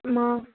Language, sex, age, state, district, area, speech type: Telugu, female, 18-30, Andhra Pradesh, Nellore, rural, conversation